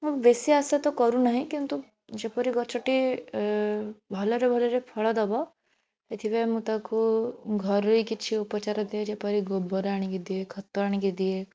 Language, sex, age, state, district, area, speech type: Odia, female, 18-30, Odisha, Bhadrak, rural, spontaneous